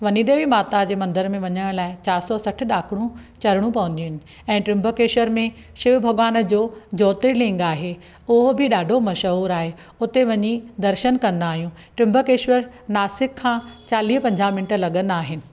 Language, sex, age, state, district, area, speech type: Sindhi, female, 45-60, Maharashtra, Pune, urban, spontaneous